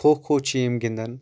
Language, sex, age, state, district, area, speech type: Kashmiri, male, 18-30, Jammu and Kashmir, Anantnag, rural, spontaneous